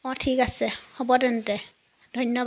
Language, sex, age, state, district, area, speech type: Assamese, female, 30-45, Assam, Jorhat, urban, spontaneous